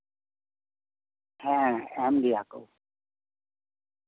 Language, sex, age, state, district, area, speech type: Santali, male, 60+, West Bengal, Bankura, rural, conversation